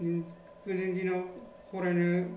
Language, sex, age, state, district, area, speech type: Bodo, male, 60+, Assam, Kokrajhar, rural, spontaneous